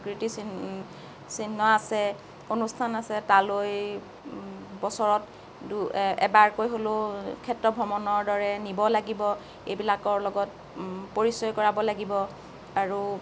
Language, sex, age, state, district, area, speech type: Assamese, female, 45-60, Assam, Lakhimpur, rural, spontaneous